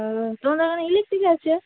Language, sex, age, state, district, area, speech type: Bengali, female, 45-60, West Bengal, North 24 Parganas, urban, conversation